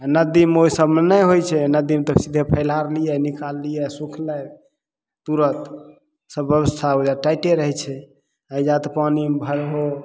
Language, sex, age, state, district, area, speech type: Maithili, male, 45-60, Bihar, Begusarai, rural, spontaneous